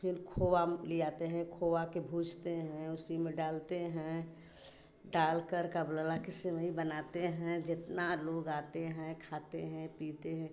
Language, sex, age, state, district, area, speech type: Hindi, female, 60+, Uttar Pradesh, Chandauli, rural, spontaneous